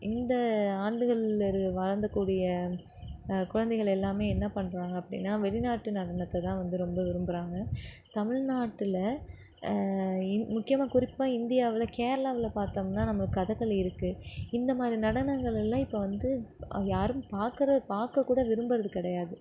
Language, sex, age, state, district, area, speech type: Tamil, female, 18-30, Tamil Nadu, Nagapattinam, rural, spontaneous